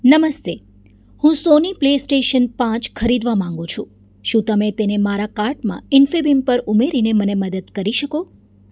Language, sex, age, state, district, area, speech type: Gujarati, female, 30-45, Gujarat, Surat, urban, read